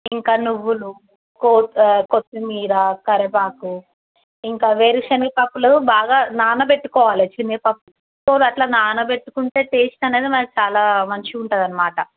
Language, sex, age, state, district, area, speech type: Telugu, female, 18-30, Telangana, Medchal, urban, conversation